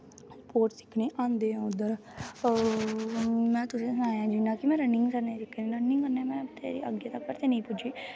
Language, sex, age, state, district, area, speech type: Dogri, female, 18-30, Jammu and Kashmir, Kathua, rural, spontaneous